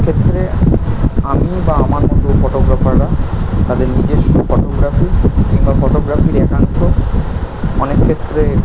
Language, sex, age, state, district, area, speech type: Bengali, male, 18-30, West Bengal, Kolkata, urban, spontaneous